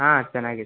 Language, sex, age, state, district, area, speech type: Kannada, male, 30-45, Karnataka, Gadag, rural, conversation